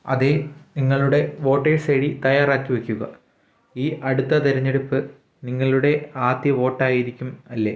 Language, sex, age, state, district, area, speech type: Malayalam, male, 18-30, Kerala, Kottayam, rural, read